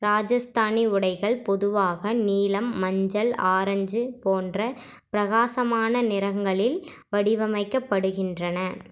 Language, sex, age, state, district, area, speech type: Tamil, female, 18-30, Tamil Nadu, Erode, rural, read